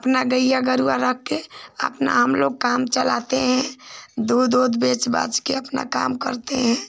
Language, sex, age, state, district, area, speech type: Hindi, female, 45-60, Uttar Pradesh, Ghazipur, rural, spontaneous